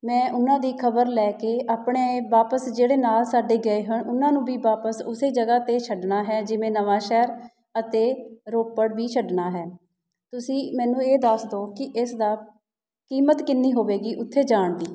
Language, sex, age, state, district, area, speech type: Punjabi, female, 30-45, Punjab, Shaheed Bhagat Singh Nagar, urban, spontaneous